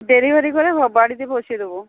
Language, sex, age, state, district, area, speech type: Bengali, female, 18-30, West Bengal, Uttar Dinajpur, urban, conversation